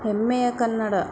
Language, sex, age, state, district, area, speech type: Kannada, female, 30-45, Karnataka, Davanagere, rural, spontaneous